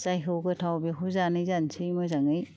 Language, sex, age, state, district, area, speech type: Bodo, female, 30-45, Assam, Kokrajhar, rural, spontaneous